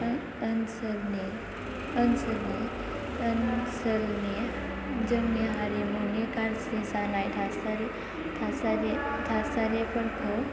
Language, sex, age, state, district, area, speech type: Bodo, female, 18-30, Assam, Chirang, rural, spontaneous